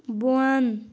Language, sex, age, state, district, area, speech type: Kashmiri, female, 18-30, Jammu and Kashmir, Budgam, rural, read